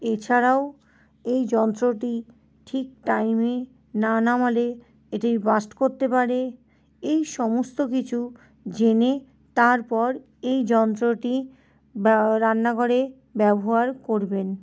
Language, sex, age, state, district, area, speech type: Bengali, female, 60+, West Bengal, Paschim Bardhaman, urban, spontaneous